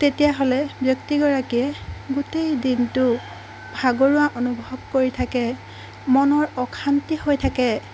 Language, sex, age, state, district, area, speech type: Assamese, female, 45-60, Assam, Golaghat, urban, spontaneous